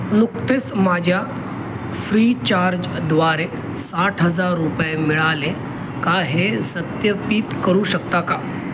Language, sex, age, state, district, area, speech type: Marathi, male, 30-45, Maharashtra, Mumbai Suburban, urban, read